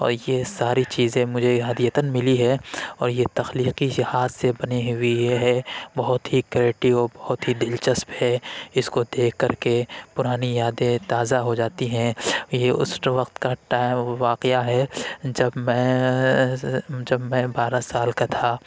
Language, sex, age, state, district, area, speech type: Urdu, male, 60+, Uttar Pradesh, Lucknow, rural, spontaneous